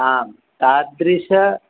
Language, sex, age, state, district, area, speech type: Sanskrit, male, 30-45, West Bengal, North 24 Parganas, urban, conversation